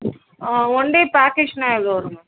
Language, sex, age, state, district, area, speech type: Tamil, female, 30-45, Tamil Nadu, Tiruvallur, rural, conversation